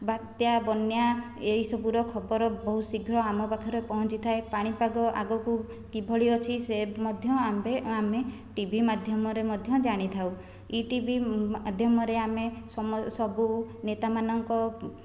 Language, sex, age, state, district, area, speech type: Odia, female, 45-60, Odisha, Khordha, rural, spontaneous